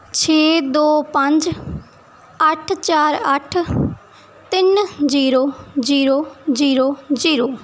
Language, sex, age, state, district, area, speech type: Punjabi, female, 18-30, Punjab, Mansa, rural, spontaneous